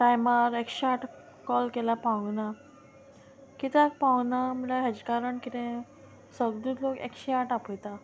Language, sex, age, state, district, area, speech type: Goan Konkani, female, 30-45, Goa, Murmgao, rural, spontaneous